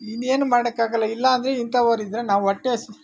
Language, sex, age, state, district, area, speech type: Kannada, male, 45-60, Karnataka, Bangalore Rural, rural, spontaneous